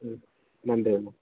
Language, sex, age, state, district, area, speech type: Tamil, male, 18-30, Tamil Nadu, Vellore, rural, conversation